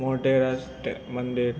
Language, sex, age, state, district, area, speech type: Gujarati, male, 18-30, Gujarat, Ahmedabad, urban, spontaneous